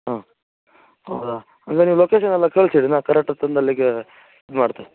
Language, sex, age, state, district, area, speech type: Kannada, male, 18-30, Karnataka, Shimoga, rural, conversation